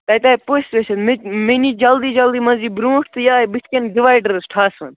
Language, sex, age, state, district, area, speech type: Kashmiri, male, 18-30, Jammu and Kashmir, Baramulla, rural, conversation